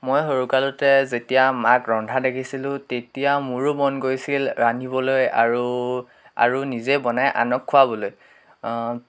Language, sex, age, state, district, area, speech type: Assamese, male, 18-30, Assam, Dhemaji, rural, spontaneous